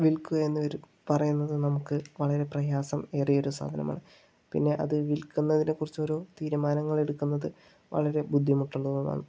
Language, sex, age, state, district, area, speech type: Malayalam, male, 30-45, Kerala, Palakkad, rural, spontaneous